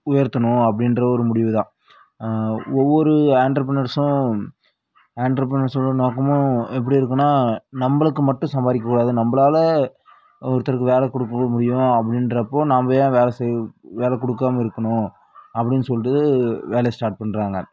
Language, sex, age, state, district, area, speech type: Tamil, female, 18-30, Tamil Nadu, Dharmapuri, rural, spontaneous